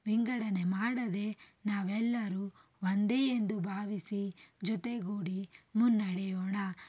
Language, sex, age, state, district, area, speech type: Kannada, female, 30-45, Karnataka, Davanagere, urban, spontaneous